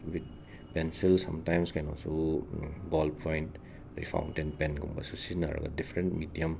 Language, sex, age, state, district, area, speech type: Manipuri, male, 30-45, Manipur, Imphal West, urban, spontaneous